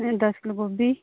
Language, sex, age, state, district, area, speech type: Dogri, female, 30-45, Jammu and Kashmir, Udhampur, rural, conversation